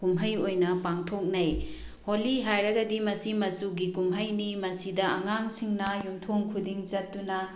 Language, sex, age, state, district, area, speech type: Manipuri, female, 45-60, Manipur, Bishnupur, rural, spontaneous